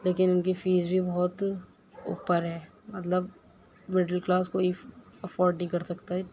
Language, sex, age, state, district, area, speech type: Urdu, female, 18-30, Delhi, Central Delhi, urban, spontaneous